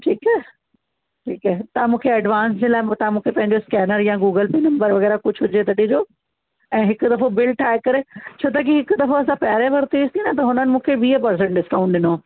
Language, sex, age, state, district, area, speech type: Sindhi, female, 30-45, Uttar Pradesh, Lucknow, urban, conversation